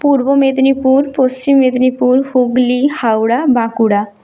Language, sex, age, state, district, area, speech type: Bengali, female, 30-45, West Bengal, Purba Medinipur, rural, spontaneous